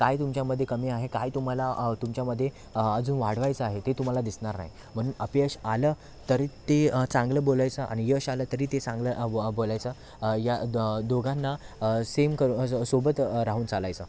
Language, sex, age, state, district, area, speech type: Marathi, male, 18-30, Maharashtra, Thane, urban, spontaneous